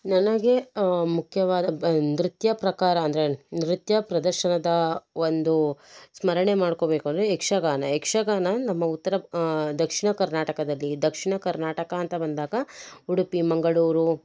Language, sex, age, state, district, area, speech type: Kannada, female, 18-30, Karnataka, Shimoga, rural, spontaneous